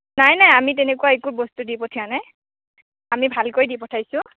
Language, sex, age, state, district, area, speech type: Assamese, female, 18-30, Assam, Kamrup Metropolitan, rural, conversation